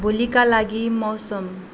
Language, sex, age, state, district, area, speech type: Nepali, female, 18-30, West Bengal, Darjeeling, rural, read